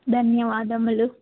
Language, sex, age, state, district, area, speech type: Telugu, female, 18-30, Telangana, Jayashankar, urban, conversation